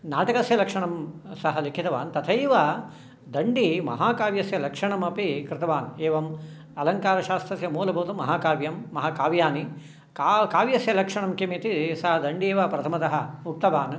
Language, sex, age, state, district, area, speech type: Sanskrit, male, 60+, Karnataka, Shimoga, urban, spontaneous